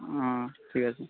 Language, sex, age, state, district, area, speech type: Bengali, male, 18-30, West Bengal, Jhargram, rural, conversation